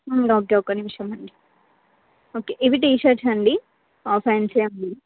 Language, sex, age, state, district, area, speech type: Telugu, female, 30-45, Andhra Pradesh, N T Rama Rao, urban, conversation